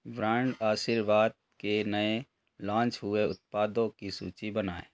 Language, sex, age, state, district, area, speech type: Hindi, male, 45-60, Madhya Pradesh, Betul, rural, read